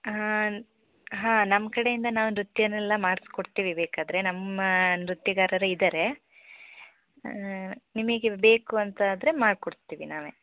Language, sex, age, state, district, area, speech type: Kannada, female, 18-30, Karnataka, Shimoga, rural, conversation